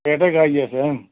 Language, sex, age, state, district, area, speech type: Gujarati, male, 45-60, Gujarat, Ahmedabad, urban, conversation